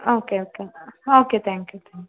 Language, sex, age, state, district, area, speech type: Tamil, female, 30-45, Tamil Nadu, Nilgiris, urban, conversation